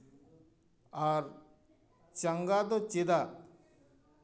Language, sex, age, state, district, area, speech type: Santali, male, 60+, West Bengal, Paschim Bardhaman, urban, spontaneous